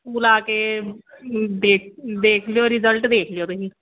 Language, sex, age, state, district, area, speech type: Punjabi, female, 30-45, Punjab, Pathankot, rural, conversation